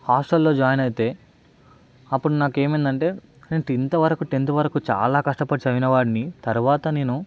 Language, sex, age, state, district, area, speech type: Telugu, male, 18-30, Telangana, Hyderabad, urban, spontaneous